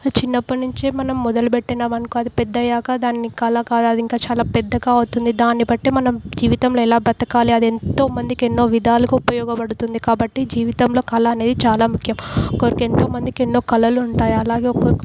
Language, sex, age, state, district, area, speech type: Telugu, female, 18-30, Telangana, Medak, urban, spontaneous